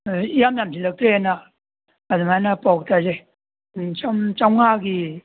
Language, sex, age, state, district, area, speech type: Manipuri, male, 60+, Manipur, Imphal East, rural, conversation